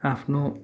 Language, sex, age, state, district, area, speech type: Nepali, male, 18-30, West Bengal, Kalimpong, rural, spontaneous